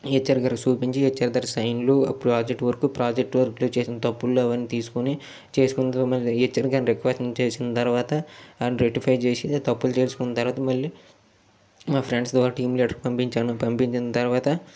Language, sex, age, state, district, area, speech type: Telugu, male, 30-45, Andhra Pradesh, Srikakulam, urban, spontaneous